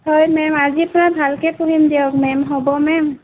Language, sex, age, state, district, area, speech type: Assamese, female, 60+, Assam, Nagaon, rural, conversation